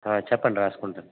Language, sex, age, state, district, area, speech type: Telugu, male, 18-30, Andhra Pradesh, East Godavari, rural, conversation